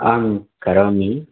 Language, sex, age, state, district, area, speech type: Sanskrit, male, 18-30, Telangana, Karimnagar, urban, conversation